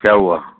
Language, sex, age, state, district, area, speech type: Urdu, male, 45-60, Delhi, Central Delhi, urban, conversation